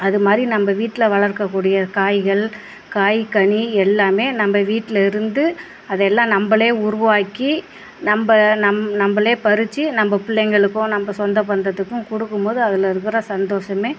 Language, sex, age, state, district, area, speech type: Tamil, female, 45-60, Tamil Nadu, Perambalur, rural, spontaneous